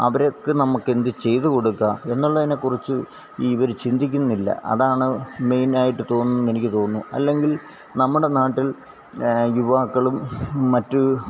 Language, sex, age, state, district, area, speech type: Malayalam, male, 45-60, Kerala, Alappuzha, rural, spontaneous